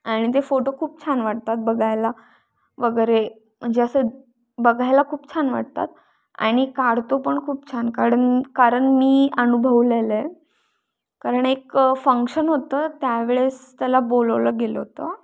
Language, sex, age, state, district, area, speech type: Marathi, female, 18-30, Maharashtra, Pune, urban, spontaneous